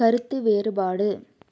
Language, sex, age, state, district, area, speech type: Tamil, female, 18-30, Tamil Nadu, Tiruppur, rural, read